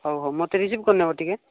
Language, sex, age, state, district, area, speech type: Odia, male, 18-30, Odisha, Nabarangpur, urban, conversation